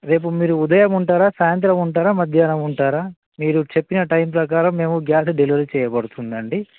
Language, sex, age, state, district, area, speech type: Telugu, male, 30-45, Telangana, Nizamabad, urban, conversation